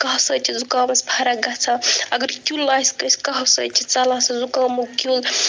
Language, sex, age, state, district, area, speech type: Kashmiri, female, 30-45, Jammu and Kashmir, Bandipora, rural, spontaneous